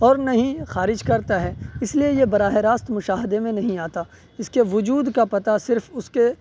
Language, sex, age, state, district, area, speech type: Urdu, male, 18-30, Uttar Pradesh, Saharanpur, urban, spontaneous